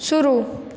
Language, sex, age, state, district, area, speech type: Hindi, female, 18-30, Rajasthan, Jodhpur, urban, read